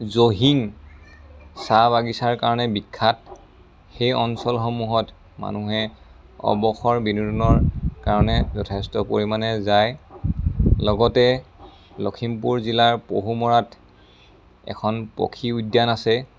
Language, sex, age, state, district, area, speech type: Assamese, male, 30-45, Assam, Lakhimpur, rural, spontaneous